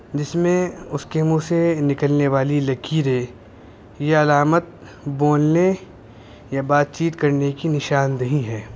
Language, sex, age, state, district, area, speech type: Urdu, male, 18-30, Uttar Pradesh, Muzaffarnagar, urban, spontaneous